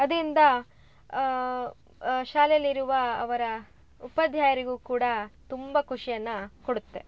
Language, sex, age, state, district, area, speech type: Kannada, female, 30-45, Karnataka, Shimoga, rural, spontaneous